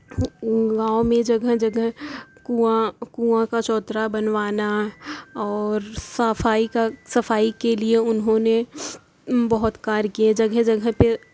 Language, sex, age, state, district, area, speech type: Urdu, female, 18-30, Uttar Pradesh, Mirzapur, rural, spontaneous